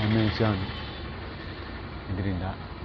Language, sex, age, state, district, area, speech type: Kannada, male, 30-45, Karnataka, Shimoga, rural, spontaneous